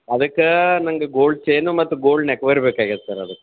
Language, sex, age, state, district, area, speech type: Kannada, male, 18-30, Karnataka, Bidar, urban, conversation